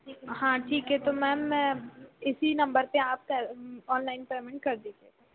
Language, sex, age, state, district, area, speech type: Hindi, female, 18-30, Madhya Pradesh, Chhindwara, urban, conversation